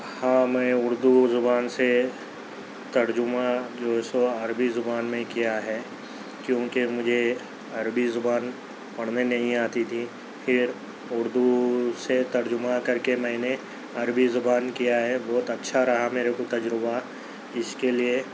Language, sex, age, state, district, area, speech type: Urdu, male, 30-45, Telangana, Hyderabad, urban, spontaneous